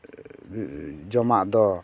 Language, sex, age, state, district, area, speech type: Santali, male, 45-60, Jharkhand, East Singhbhum, rural, spontaneous